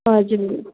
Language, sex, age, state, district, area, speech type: Nepali, female, 18-30, West Bengal, Darjeeling, rural, conversation